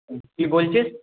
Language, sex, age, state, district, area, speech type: Bengali, male, 45-60, West Bengal, Purba Bardhaman, urban, conversation